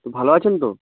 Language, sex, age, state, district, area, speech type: Bengali, male, 18-30, West Bengal, North 24 Parganas, rural, conversation